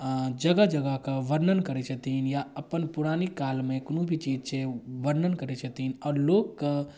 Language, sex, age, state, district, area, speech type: Maithili, male, 18-30, Bihar, Darbhanga, rural, spontaneous